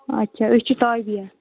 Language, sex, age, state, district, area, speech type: Kashmiri, female, 30-45, Jammu and Kashmir, Anantnag, rural, conversation